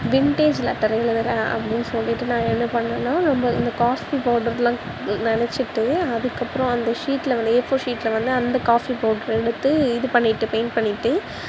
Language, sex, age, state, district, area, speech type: Tamil, female, 18-30, Tamil Nadu, Nagapattinam, rural, spontaneous